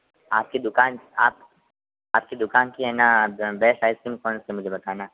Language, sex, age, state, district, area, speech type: Hindi, male, 18-30, Rajasthan, Jodhpur, urban, conversation